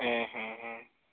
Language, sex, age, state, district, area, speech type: Santali, male, 18-30, West Bengal, Bankura, rural, conversation